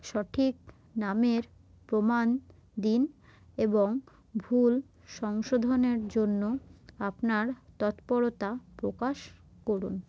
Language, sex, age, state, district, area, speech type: Bengali, female, 18-30, West Bengal, Murshidabad, urban, spontaneous